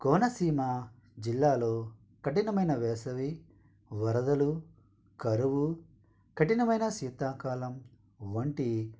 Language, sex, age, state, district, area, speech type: Telugu, male, 45-60, Andhra Pradesh, Konaseema, rural, spontaneous